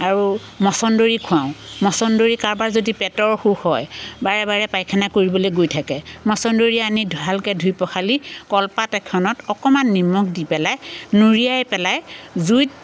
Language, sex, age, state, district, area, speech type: Assamese, female, 45-60, Assam, Biswanath, rural, spontaneous